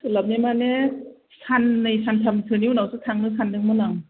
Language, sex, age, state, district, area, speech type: Bodo, female, 30-45, Assam, Chirang, urban, conversation